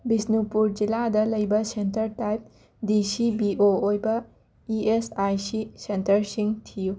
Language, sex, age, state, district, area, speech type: Manipuri, female, 18-30, Manipur, Imphal West, rural, read